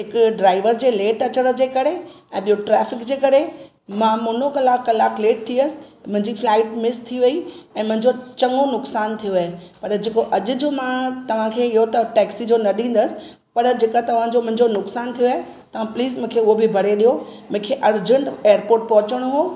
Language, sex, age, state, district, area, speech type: Sindhi, female, 45-60, Maharashtra, Mumbai Suburban, urban, spontaneous